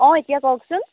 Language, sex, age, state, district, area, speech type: Assamese, female, 18-30, Assam, Jorhat, urban, conversation